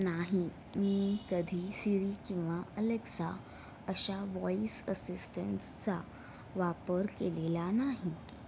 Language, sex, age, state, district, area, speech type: Marathi, female, 18-30, Maharashtra, Mumbai Suburban, urban, spontaneous